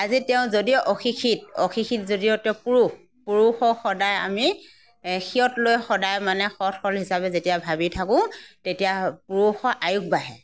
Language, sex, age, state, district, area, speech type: Assamese, female, 60+, Assam, Morigaon, rural, spontaneous